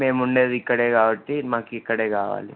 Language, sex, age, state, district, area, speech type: Telugu, male, 18-30, Telangana, Ranga Reddy, urban, conversation